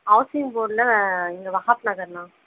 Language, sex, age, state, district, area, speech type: Tamil, female, 18-30, Tamil Nadu, Krishnagiri, rural, conversation